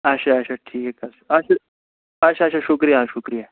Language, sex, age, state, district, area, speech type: Kashmiri, male, 18-30, Jammu and Kashmir, Anantnag, rural, conversation